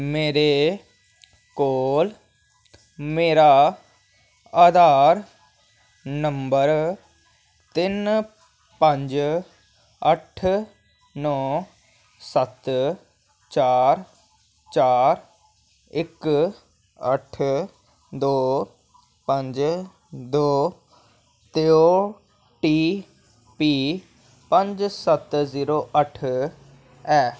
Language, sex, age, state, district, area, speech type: Dogri, male, 18-30, Jammu and Kashmir, Jammu, urban, read